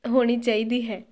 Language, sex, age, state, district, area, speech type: Punjabi, female, 18-30, Punjab, Shaheed Bhagat Singh Nagar, urban, spontaneous